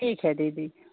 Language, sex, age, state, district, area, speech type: Hindi, female, 45-60, Uttar Pradesh, Pratapgarh, rural, conversation